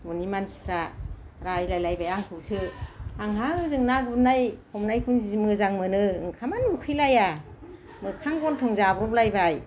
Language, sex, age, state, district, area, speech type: Bodo, female, 60+, Assam, Kokrajhar, urban, spontaneous